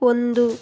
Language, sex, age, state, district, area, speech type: Kannada, female, 18-30, Karnataka, Kolar, rural, read